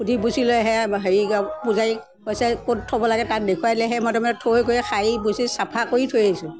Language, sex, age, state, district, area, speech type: Assamese, female, 60+, Assam, Morigaon, rural, spontaneous